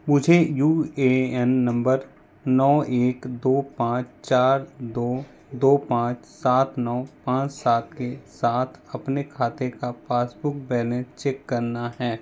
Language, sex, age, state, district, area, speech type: Hindi, male, 30-45, Madhya Pradesh, Bhopal, urban, read